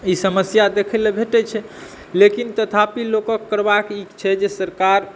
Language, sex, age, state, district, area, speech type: Maithili, male, 60+, Bihar, Saharsa, urban, spontaneous